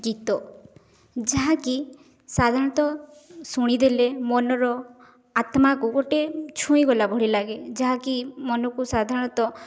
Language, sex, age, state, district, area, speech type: Odia, female, 18-30, Odisha, Mayurbhanj, rural, spontaneous